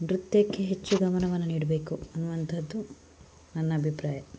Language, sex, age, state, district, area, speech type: Kannada, female, 30-45, Karnataka, Udupi, rural, spontaneous